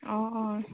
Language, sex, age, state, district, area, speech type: Assamese, female, 30-45, Assam, Tinsukia, urban, conversation